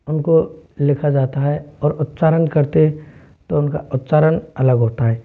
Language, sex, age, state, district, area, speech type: Hindi, male, 18-30, Rajasthan, Jaipur, urban, spontaneous